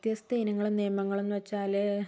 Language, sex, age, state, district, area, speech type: Malayalam, female, 60+, Kerala, Wayanad, rural, spontaneous